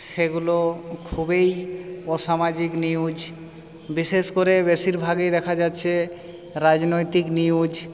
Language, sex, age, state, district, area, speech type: Bengali, male, 45-60, West Bengal, Jhargram, rural, spontaneous